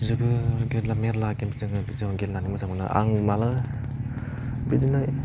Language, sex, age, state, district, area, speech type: Bodo, male, 18-30, Assam, Udalguri, urban, spontaneous